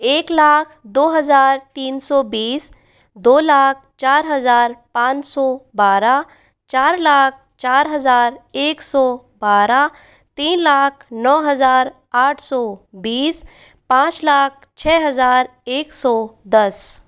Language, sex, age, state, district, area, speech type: Hindi, female, 60+, Rajasthan, Jaipur, urban, spontaneous